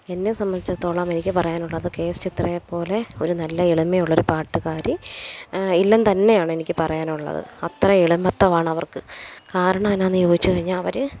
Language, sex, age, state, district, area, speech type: Malayalam, female, 30-45, Kerala, Alappuzha, rural, spontaneous